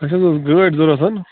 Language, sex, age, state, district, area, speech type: Kashmiri, male, 30-45, Jammu and Kashmir, Bandipora, rural, conversation